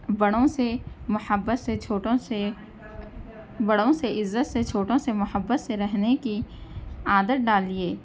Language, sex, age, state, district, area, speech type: Urdu, female, 30-45, Telangana, Hyderabad, urban, spontaneous